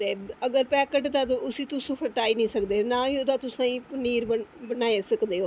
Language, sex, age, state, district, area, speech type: Dogri, female, 45-60, Jammu and Kashmir, Jammu, urban, spontaneous